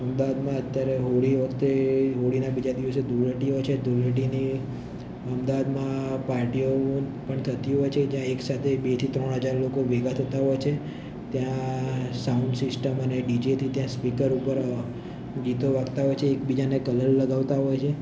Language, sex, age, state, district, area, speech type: Gujarati, male, 18-30, Gujarat, Ahmedabad, urban, spontaneous